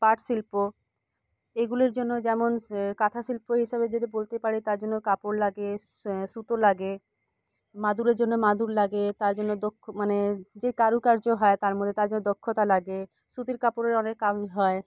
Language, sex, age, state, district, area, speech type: Bengali, female, 30-45, West Bengal, Kolkata, urban, spontaneous